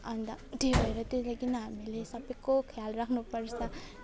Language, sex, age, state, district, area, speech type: Nepali, female, 30-45, West Bengal, Alipurduar, urban, spontaneous